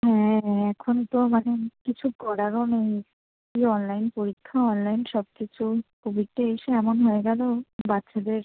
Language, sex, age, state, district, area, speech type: Bengali, female, 18-30, West Bengal, Howrah, urban, conversation